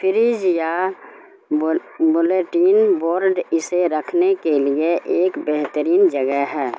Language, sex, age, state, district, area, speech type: Urdu, female, 60+, Bihar, Supaul, rural, read